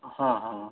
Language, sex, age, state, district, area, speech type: Hindi, male, 60+, Rajasthan, Karauli, rural, conversation